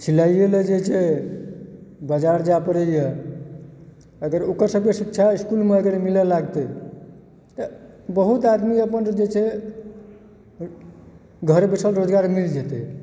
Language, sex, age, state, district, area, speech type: Maithili, male, 30-45, Bihar, Supaul, rural, spontaneous